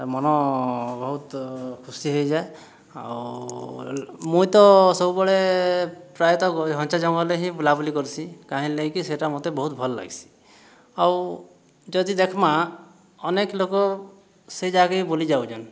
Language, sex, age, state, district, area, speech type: Odia, male, 18-30, Odisha, Boudh, rural, spontaneous